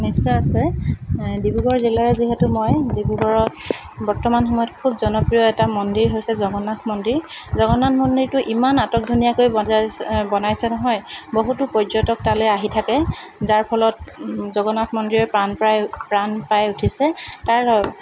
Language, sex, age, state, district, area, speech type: Assamese, female, 45-60, Assam, Dibrugarh, urban, spontaneous